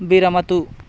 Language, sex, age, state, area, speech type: Sanskrit, male, 18-30, Bihar, rural, read